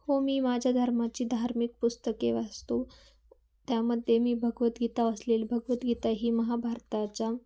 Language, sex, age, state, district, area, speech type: Marathi, female, 18-30, Maharashtra, Ahmednagar, rural, spontaneous